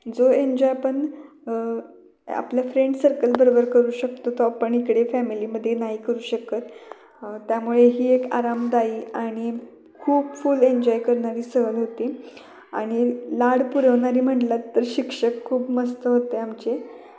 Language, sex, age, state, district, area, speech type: Marathi, female, 18-30, Maharashtra, Kolhapur, urban, spontaneous